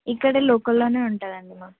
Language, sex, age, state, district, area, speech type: Telugu, female, 18-30, Telangana, Ranga Reddy, urban, conversation